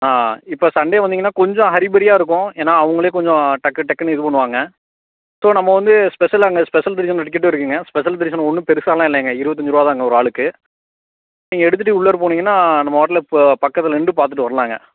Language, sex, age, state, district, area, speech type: Tamil, male, 18-30, Tamil Nadu, Tiruppur, rural, conversation